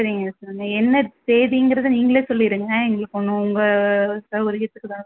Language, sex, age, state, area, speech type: Tamil, female, 30-45, Tamil Nadu, rural, conversation